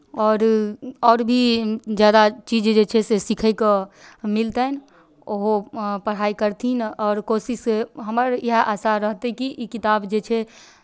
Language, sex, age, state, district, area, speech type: Maithili, female, 18-30, Bihar, Darbhanga, rural, spontaneous